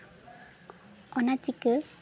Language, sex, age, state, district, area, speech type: Santali, female, 18-30, West Bengal, Jhargram, rural, spontaneous